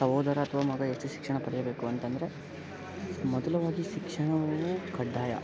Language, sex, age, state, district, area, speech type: Kannada, male, 18-30, Karnataka, Koppal, rural, spontaneous